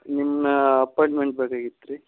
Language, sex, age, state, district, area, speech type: Kannada, male, 30-45, Karnataka, Gadag, rural, conversation